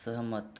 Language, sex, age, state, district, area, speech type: Marathi, other, 18-30, Maharashtra, Buldhana, urban, read